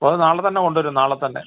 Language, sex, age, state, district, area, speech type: Malayalam, male, 60+, Kerala, Kollam, rural, conversation